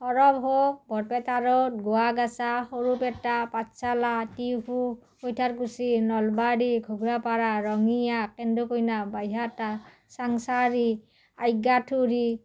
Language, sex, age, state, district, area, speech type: Assamese, female, 45-60, Assam, Udalguri, rural, spontaneous